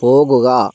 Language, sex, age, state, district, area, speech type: Malayalam, male, 18-30, Kerala, Palakkad, rural, read